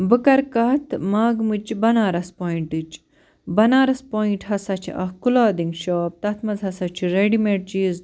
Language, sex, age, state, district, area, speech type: Kashmiri, female, 30-45, Jammu and Kashmir, Baramulla, rural, spontaneous